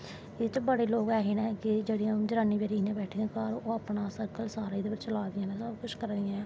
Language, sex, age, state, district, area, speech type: Dogri, female, 18-30, Jammu and Kashmir, Samba, rural, spontaneous